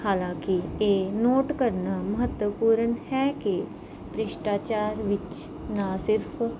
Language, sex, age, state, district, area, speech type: Punjabi, female, 18-30, Punjab, Barnala, urban, spontaneous